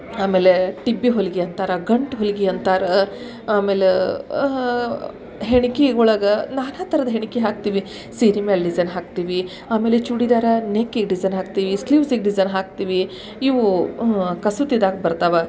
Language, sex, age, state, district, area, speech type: Kannada, female, 45-60, Karnataka, Dharwad, rural, spontaneous